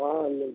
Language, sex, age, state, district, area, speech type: Odia, male, 60+, Odisha, Angul, rural, conversation